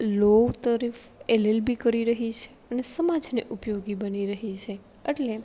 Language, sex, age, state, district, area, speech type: Gujarati, female, 18-30, Gujarat, Rajkot, rural, spontaneous